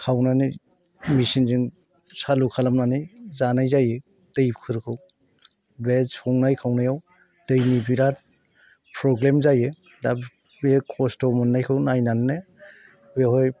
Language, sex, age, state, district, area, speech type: Bodo, male, 60+, Assam, Chirang, rural, spontaneous